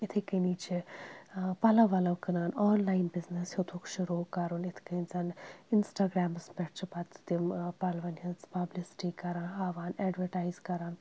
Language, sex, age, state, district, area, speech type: Kashmiri, female, 18-30, Jammu and Kashmir, Srinagar, urban, spontaneous